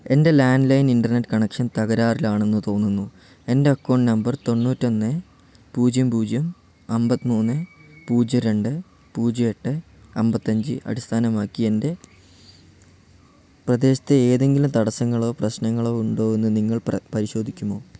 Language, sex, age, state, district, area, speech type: Malayalam, male, 18-30, Kerala, Wayanad, rural, read